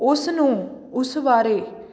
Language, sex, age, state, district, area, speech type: Punjabi, female, 18-30, Punjab, Fatehgarh Sahib, rural, spontaneous